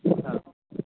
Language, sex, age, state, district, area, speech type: Marathi, male, 30-45, Maharashtra, Beed, urban, conversation